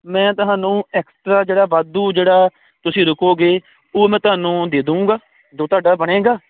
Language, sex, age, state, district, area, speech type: Punjabi, male, 30-45, Punjab, Kapurthala, rural, conversation